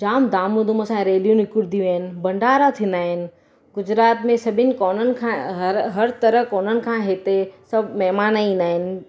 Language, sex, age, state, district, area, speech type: Sindhi, female, 30-45, Gujarat, Surat, urban, spontaneous